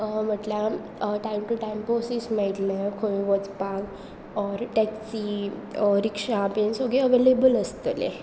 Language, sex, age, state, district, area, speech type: Goan Konkani, female, 18-30, Goa, Pernem, rural, spontaneous